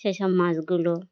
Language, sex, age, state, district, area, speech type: Bengali, female, 30-45, West Bengal, Birbhum, urban, spontaneous